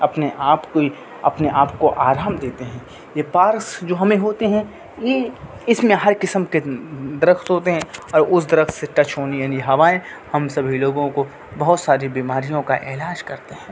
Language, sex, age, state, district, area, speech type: Urdu, male, 18-30, Delhi, North West Delhi, urban, spontaneous